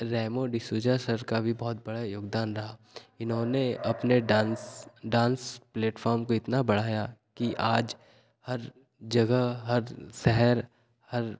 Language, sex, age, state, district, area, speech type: Hindi, male, 30-45, Madhya Pradesh, Betul, rural, spontaneous